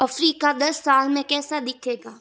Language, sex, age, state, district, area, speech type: Hindi, female, 18-30, Rajasthan, Jodhpur, urban, read